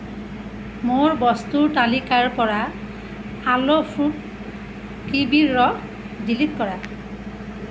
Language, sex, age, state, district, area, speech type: Assamese, female, 30-45, Assam, Nalbari, rural, read